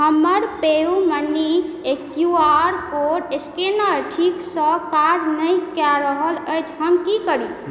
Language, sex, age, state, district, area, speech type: Maithili, female, 18-30, Bihar, Supaul, rural, read